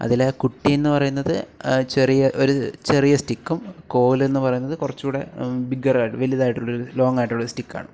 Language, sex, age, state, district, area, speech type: Malayalam, male, 18-30, Kerala, Alappuzha, rural, spontaneous